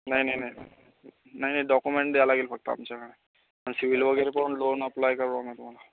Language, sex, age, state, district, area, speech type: Marathi, male, 30-45, Maharashtra, Buldhana, urban, conversation